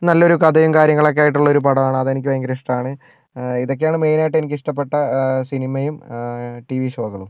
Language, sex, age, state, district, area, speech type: Malayalam, male, 45-60, Kerala, Wayanad, rural, spontaneous